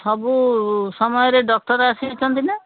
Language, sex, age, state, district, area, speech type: Odia, female, 60+, Odisha, Sambalpur, rural, conversation